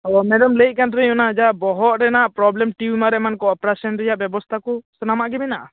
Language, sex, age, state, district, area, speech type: Santali, male, 18-30, West Bengal, Purba Bardhaman, rural, conversation